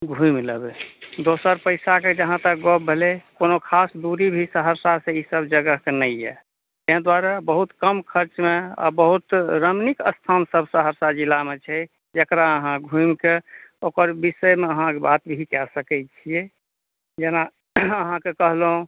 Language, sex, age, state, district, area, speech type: Maithili, male, 60+, Bihar, Saharsa, urban, conversation